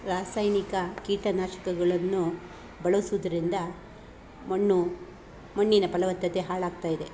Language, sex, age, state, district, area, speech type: Kannada, female, 45-60, Karnataka, Chikkamagaluru, rural, spontaneous